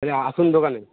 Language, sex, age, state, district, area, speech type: Bengali, male, 18-30, West Bengal, Uttar Dinajpur, urban, conversation